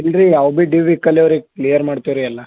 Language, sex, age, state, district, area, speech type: Kannada, male, 18-30, Karnataka, Bidar, urban, conversation